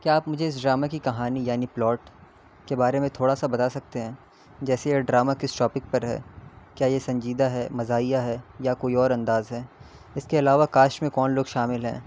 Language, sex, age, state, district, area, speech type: Urdu, male, 18-30, Delhi, North East Delhi, urban, spontaneous